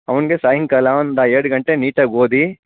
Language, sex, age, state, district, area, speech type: Kannada, male, 30-45, Karnataka, Chamarajanagar, rural, conversation